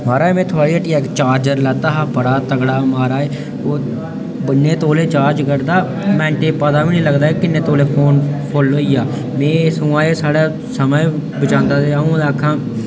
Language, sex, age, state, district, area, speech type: Dogri, male, 18-30, Jammu and Kashmir, Udhampur, rural, spontaneous